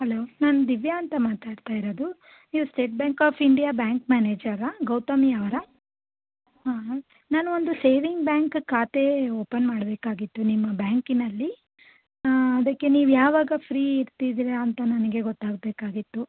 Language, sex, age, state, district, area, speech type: Kannada, female, 30-45, Karnataka, Davanagere, urban, conversation